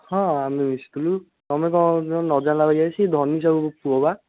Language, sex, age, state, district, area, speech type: Odia, male, 18-30, Odisha, Jagatsinghpur, urban, conversation